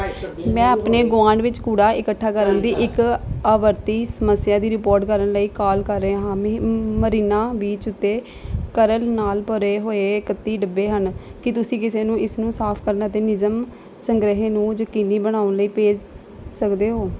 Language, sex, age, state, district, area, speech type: Punjabi, female, 30-45, Punjab, Gurdaspur, urban, read